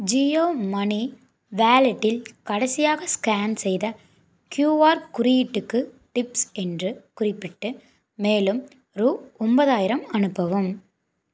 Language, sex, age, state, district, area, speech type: Tamil, female, 18-30, Tamil Nadu, Tiruppur, rural, read